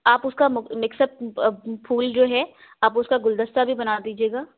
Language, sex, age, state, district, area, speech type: Urdu, female, 30-45, Delhi, South Delhi, urban, conversation